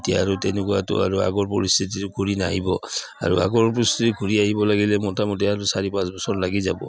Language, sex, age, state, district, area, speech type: Assamese, male, 60+, Assam, Udalguri, rural, spontaneous